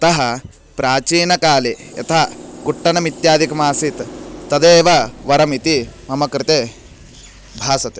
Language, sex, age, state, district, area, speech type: Sanskrit, male, 18-30, Karnataka, Bagalkot, rural, spontaneous